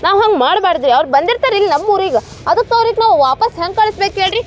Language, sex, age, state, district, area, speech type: Kannada, female, 18-30, Karnataka, Dharwad, rural, spontaneous